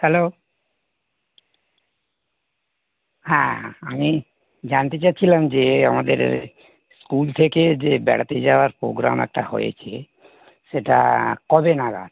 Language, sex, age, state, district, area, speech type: Bengali, male, 60+, West Bengal, North 24 Parganas, urban, conversation